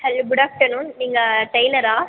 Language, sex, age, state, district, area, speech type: Tamil, female, 18-30, Tamil Nadu, Pudukkottai, rural, conversation